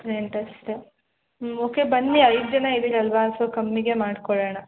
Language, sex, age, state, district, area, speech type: Kannada, female, 18-30, Karnataka, Hassan, urban, conversation